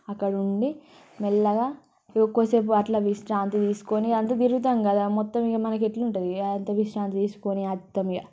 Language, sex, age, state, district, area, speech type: Telugu, female, 30-45, Telangana, Ranga Reddy, urban, spontaneous